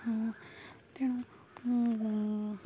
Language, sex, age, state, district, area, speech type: Odia, female, 18-30, Odisha, Jagatsinghpur, rural, spontaneous